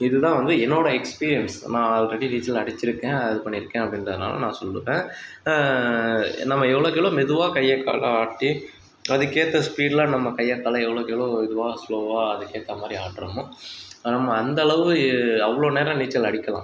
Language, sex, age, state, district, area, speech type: Tamil, male, 30-45, Tamil Nadu, Pudukkottai, rural, spontaneous